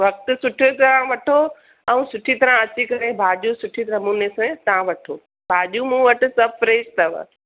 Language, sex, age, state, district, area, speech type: Sindhi, female, 45-60, Gujarat, Surat, urban, conversation